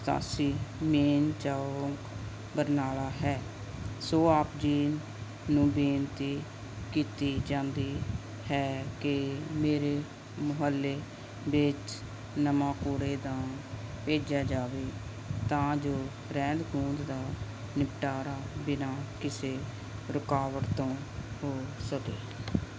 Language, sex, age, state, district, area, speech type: Punjabi, female, 45-60, Punjab, Barnala, urban, spontaneous